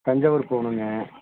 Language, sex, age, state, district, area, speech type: Tamil, male, 60+, Tamil Nadu, Nilgiris, rural, conversation